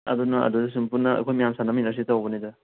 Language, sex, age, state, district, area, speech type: Manipuri, male, 18-30, Manipur, Thoubal, rural, conversation